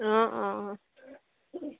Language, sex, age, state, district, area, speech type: Assamese, female, 18-30, Assam, Sivasagar, rural, conversation